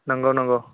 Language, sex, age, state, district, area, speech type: Bodo, male, 18-30, Assam, Kokrajhar, rural, conversation